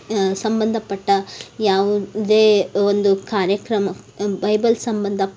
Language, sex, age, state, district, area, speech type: Kannada, female, 18-30, Karnataka, Tumkur, rural, spontaneous